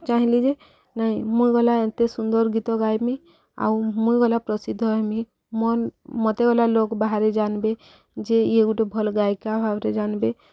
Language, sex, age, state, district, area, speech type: Odia, female, 30-45, Odisha, Subarnapur, urban, spontaneous